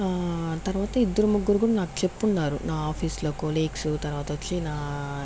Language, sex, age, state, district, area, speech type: Telugu, female, 60+, Andhra Pradesh, Sri Balaji, urban, spontaneous